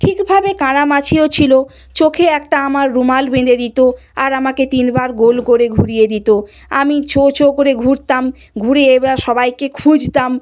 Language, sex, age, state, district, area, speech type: Bengali, female, 45-60, West Bengal, Purba Medinipur, rural, spontaneous